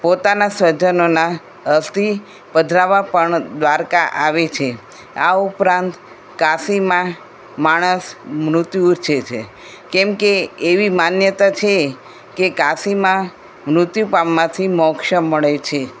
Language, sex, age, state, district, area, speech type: Gujarati, female, 60+, Gujarat, Kheda, rural, spontaneous